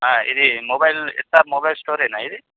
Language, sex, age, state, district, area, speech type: Telugu, male, 30-45, Telangana, Khammam, urban, conversation